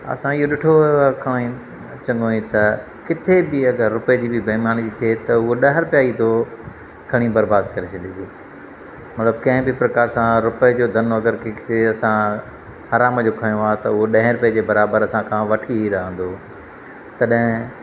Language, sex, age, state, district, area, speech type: Sindhi, male, 45-60, Madhya Pradesh, Katni, rural, spontaneous